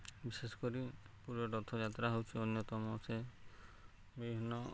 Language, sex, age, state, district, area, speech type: Odia, male, 30-45, Odisha, Subarnapur, urban, spontaneous